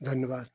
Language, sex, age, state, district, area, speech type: Hindi, male, 60+, Uttar Pradesh, Ghazipur, rural, spontaneous